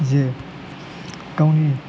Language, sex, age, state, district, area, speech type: Bodo, male, 30-45, Assam, Chirang, rural, spontaneous